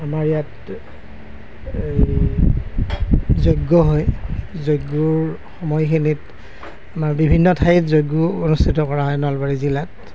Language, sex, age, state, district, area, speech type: Assamese, male, 60+, Assam, Nalbari, rural, spontaneous